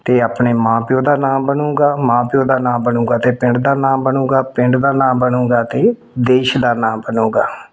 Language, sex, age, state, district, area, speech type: Punjabi, male, 45-60, Punjab, Tarn Taran, rural, spontaneous